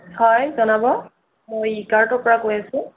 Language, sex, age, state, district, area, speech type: Assamese, female, 30-45, Assam, Sonitpur, rural, conversation